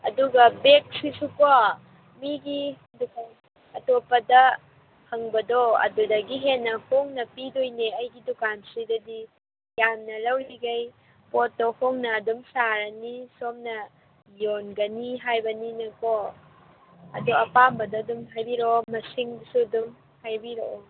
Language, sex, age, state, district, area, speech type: Manipuri, female, 18-30, Manipur, Kangpokpi, urban, conversation